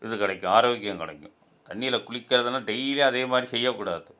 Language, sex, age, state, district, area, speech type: Tamil, male, 60+, Tamil Nadu, Tiruchirappalli, rural, spontaneous